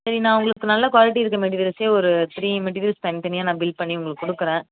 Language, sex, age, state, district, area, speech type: Tamil, female, 30-45, Tamil Nadu, Chennai, urban, conversation